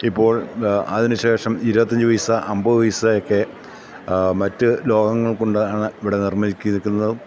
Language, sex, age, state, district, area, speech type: Malayalam, male, 45-60, Kerala, Kottayam, rural, spontaneous